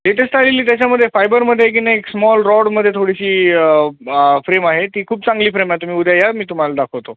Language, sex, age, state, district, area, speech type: Marathi, male, 30-45, Maharashtra, Nanded, rural, conversation